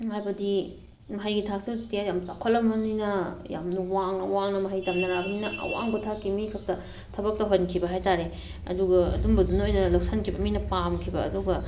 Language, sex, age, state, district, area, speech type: Manipuri, female, 30-45, Manipur, Tengnoupal, rural, spontaneous